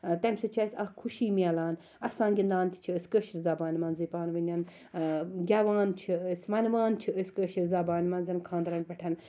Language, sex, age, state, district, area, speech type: Kashmiri, female, 30-45, Jammu and Kashmir, Srinagar, rural, spontaneous